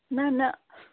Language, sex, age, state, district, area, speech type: Kashmiri, female, 18-30, Jammu and Kashmir, Bandipora, rural, conversation